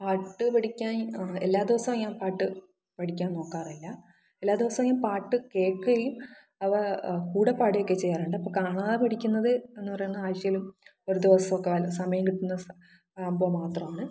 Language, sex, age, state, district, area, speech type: Malayalam, female, 18-30, Kerala, Thiruvananthapuram, rural, spontaneous